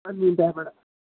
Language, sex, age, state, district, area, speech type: Nepali, male, 45-60, West Bengal, Jalpaiguri, rural, conversation